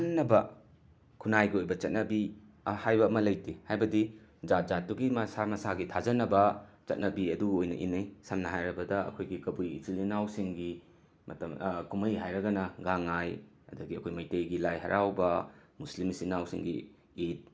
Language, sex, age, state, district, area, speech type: Manipuri, male, 45-60, Manipur, Imphal West, urban, spontaneous